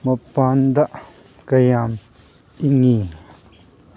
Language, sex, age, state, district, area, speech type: Manipuri, male, 30-45, Manipur, Kangpokpi, urban, read